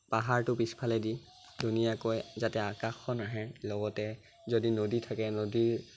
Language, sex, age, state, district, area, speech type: Assamese, male, 18-30, Assam, Sonitpur, rural, spontaneous